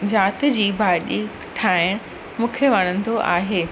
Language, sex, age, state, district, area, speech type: Sindhi, female, 30-45, Gujarat, Surat, urban, spontaneous